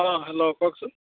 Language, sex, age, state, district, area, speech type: Assamese, male, 60+, Assam, Charaideo, rural, conversation